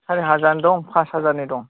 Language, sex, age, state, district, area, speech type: Bodo, male, 18-30, Assam, Kokrajhar, rural, conversation